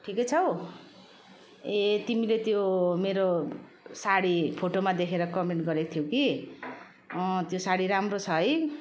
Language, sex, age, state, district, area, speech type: Nepali, female, 45-60, West Bengal, Darjeeling, rural, spontaneous